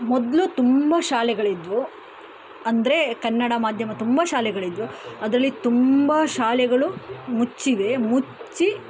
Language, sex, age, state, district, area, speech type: Kannada, female, 30-45, Karnataka, Udupi, rural, spontaneous